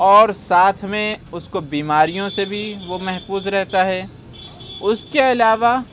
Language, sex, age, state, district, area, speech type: Urdu, male, 30-45, Uttar Pradesh, Lucknow, rural, spontaneous